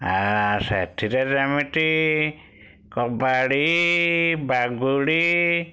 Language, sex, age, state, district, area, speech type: Odia, male, 60+, Odisha, Bhadrak, rural, spontaneous